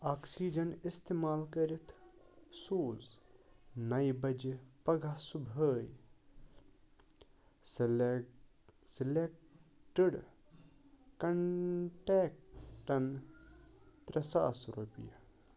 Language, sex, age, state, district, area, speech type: Kashmiri, male, 18-30, Jammu and Kashmir, Budgam, rural, read